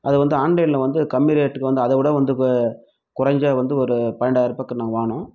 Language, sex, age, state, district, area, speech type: Tamil, male, 30-45, Tamil Nadu, Krishnagiri, rural, spontaneous